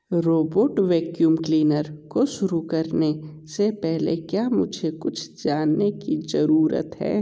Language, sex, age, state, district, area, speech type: Hindi, male, 30-45, Uttar Pradesh, Sonbhadra, rural, read